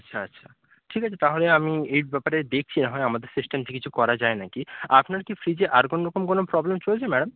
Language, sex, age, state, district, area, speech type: Bengali, male, 18-30, West Bengal, Paschim Medinipur, rural, conversation